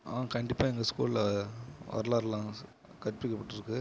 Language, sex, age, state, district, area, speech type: Tamil, male, 18-30, Tamil Nadu, Kallakurichi, rural, spontaneous